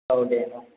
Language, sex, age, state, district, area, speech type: Bodo, male, 18-30, Assam, Chirang, urban, conversation